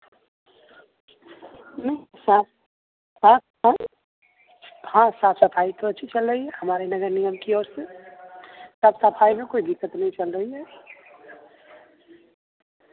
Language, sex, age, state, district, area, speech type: Hindi, male, 30-45, Bihar, Begusarai, rural, conversation